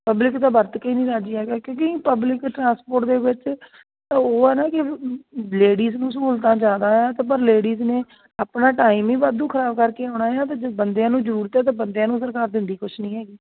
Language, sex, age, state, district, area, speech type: Punjabi, female, 30-45, Punjab, Jalandhar, rural, conversation